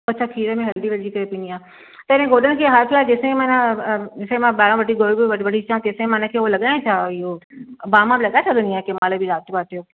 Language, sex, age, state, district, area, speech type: Sindhi, female, 60+, Maharashtra, Mumbai Suburban, urban, conversation